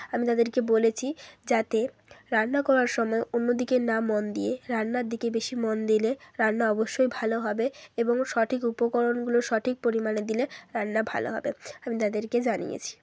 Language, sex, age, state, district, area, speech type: Bengali, female, 30-45, West Bengal, Hooghly, urban, spontaneous